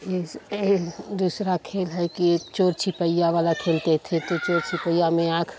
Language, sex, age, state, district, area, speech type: Hindi, female, 45-60, Uttar Pradesh, Chandauli, rural, spontaneous